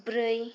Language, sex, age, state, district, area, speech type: Bodo, female, 18-30, Assam, Kokrajhar, rural, read